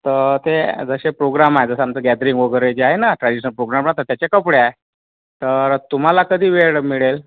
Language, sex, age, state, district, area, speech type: Marathi, male, 30-45, Maharashtra, Yavatmal, rural, conversation